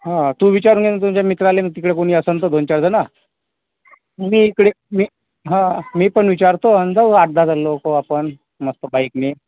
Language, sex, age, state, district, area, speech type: Marathi, male, 18-30, Maharashtra, Yavatmal, rural, conversation